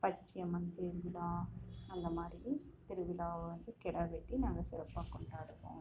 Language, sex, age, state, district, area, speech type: Tamil, female, 45-60, Tamil Nadu, Dharmapuri, rural, spontaneous